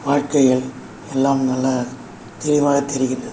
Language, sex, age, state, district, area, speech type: Tamil, male, 60+, Tamil Nadu, Viluppuram, urban, spontaneous